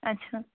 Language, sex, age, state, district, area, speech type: Maithili, female, 18-30, Bihar, Muzaffarpur, urban, conversation